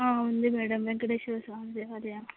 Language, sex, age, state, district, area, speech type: Telugu, female, 18-30, Andhra Pradesh, Visakhapatnam, urban, conversation